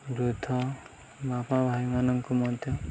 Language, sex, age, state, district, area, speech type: Odia, male, 18-30, Odisha, Nuapada, urban, spontaneous